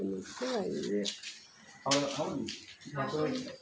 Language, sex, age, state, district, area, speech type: Malayalam, female, 45-60, Kerala, Alappuzha, rural, spontaneous